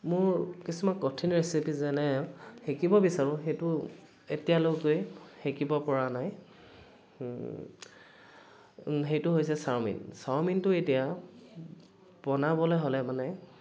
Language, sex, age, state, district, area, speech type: Assamese, male, 18-30, Assam, Dhemaji, rural, spontaneous